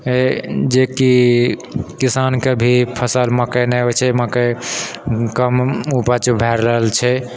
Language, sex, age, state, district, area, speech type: Maithili, male, 30-45, Bihar, Purnia, rural, spontaneous